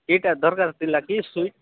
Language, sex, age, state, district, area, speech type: Odia, male, 30-45, Odisha, Nabarangpur, urban, conversation